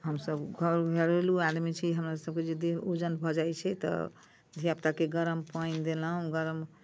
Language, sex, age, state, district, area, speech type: Maithili, female, 60+, Bihar, Muzaffarpur, rural, spontaneous